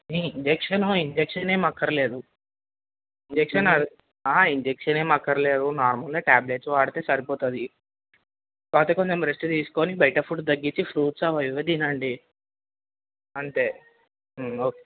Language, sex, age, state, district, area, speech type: Telugu, male, 18-30, Telangana, Nirmal, urban, conversation